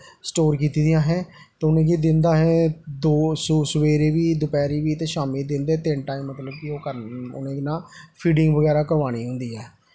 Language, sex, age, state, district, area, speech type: Dogri, male, 30-45, Jammu and Kashmir, Jammu, rural, spontaneous